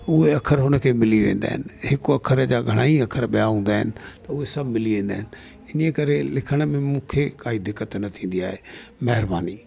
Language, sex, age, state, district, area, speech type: Sindhi, male, 60+, Delhi, South Delhi, urban, spontaneous